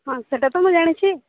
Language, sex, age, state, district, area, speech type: Odia, female, 45-60, Odisha, Balangir, urban, conversation